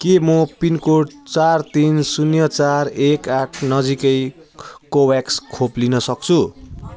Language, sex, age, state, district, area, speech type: Nepali, male, 30-45, West Bengal, Jalpaiguri, urban, read